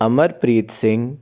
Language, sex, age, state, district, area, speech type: Punjabi, male, 18-30, Punjab, Amritsar, urban, spontaneous